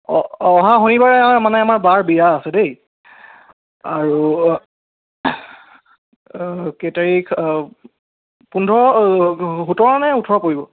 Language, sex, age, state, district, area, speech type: Assamese, male, 18-30, Assam, Charaideo, urban, conversation